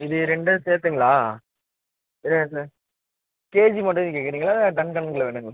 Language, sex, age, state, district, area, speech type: Tamil, male, 18-30, Tamil Nadu, Perambalur, rural, conversation